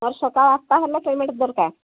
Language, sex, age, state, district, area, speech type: Odia, female, 60+, Odisha, Mayurbhanj, rural, conversation